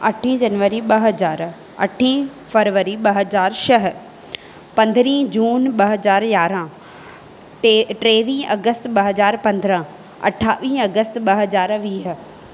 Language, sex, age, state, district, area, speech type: Sindhi, female, 18-30, Madhya Pradesh, Katni, rural, spontaneous